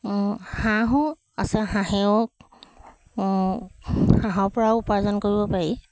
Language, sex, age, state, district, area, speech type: Assamese, female, 45-60, Assam, Charaideo, rural, spontaneous